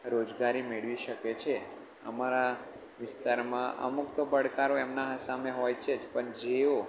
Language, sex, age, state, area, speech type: Gujarati, male, 18-30, Gujarat, rural, spontaneous